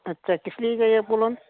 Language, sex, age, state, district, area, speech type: Hindi, male, 30-45, Madhya Pradesh, Gwalior, rural, conversation